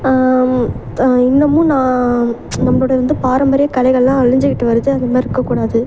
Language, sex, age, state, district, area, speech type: Tamil, female, 18-30, Tamil Nadu, Thanjavur, urban, spontaneous